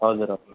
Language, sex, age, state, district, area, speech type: Nepali, male, 18-30, West Bengal, Alipurduar, urban, conversation